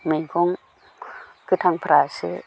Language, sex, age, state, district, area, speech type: Bodo, female, 45-60, Assam, Baksa, rural, spontaneous